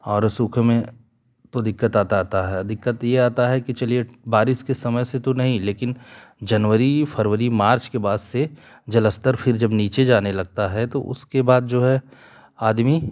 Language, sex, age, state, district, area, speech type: Hindi, male, 30-45, Uttar Pradesh, Jaunpur, rural, spontaneous